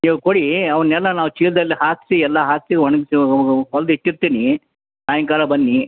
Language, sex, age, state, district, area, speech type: Kannada, male, 60+, Karnataka, Bellary, rural, conversation